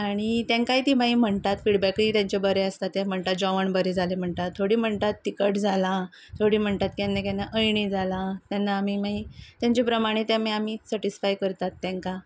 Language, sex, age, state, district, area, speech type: Goan Konkani, female, 30-45, Goa, Quepem, rural, spontaneous